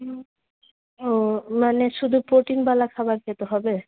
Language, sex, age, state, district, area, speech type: Bengali, female, 18-30, West Bengal, Malda, rural, conversation